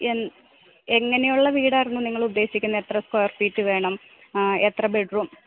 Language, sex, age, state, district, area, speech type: Malayalam, female, 30-45, Kerala, Idukki, rural, conversation